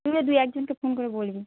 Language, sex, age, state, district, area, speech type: Bengali, female, 30-45, West Bengal, North 24 Parganas, urban, conversation